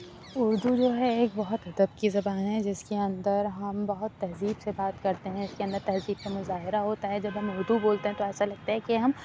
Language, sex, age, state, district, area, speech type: Urdu, female, 30-45, Uttar Pradesh, Aligarh, rural, spontaneous